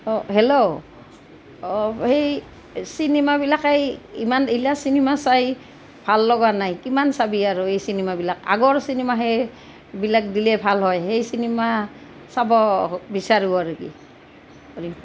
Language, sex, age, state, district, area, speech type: Assamese, female, 60+, Assam, Goalpara, urban, spontaneous